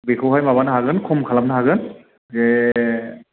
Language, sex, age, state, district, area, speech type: Bodo, male, 30-45, Assam, Chirang, rural, conversation